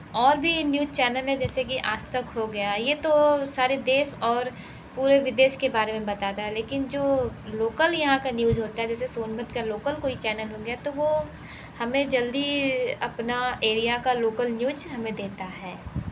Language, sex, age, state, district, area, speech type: Hindi, female, 30-45, Uttar Pradesh, Sonbhadra, rural, spontaneous